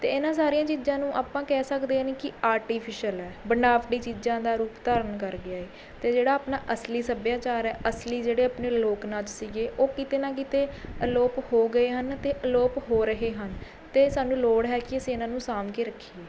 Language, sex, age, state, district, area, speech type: Punjabi, female, 18-30, Punjab, Mohali, rural, spontaneous